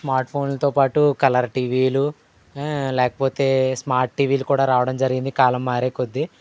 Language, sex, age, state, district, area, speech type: Telugu, male, 18-30, Andhra Pradesh, Eluru, rural, spontaneous